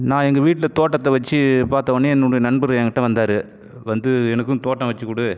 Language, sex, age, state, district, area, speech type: Tamil, male, 45-60, Tamil Nadu, Viluppuram, rural, spontaneous